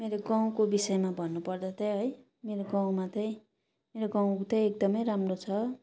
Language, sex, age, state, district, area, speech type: Nepali, female, 45-60, West Bengal, Darjeeling, rural, spontaneous